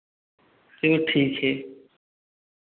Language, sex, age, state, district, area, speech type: Hindi, male, 30-45, Uttar Pradesh, Varanasi, urban, conversation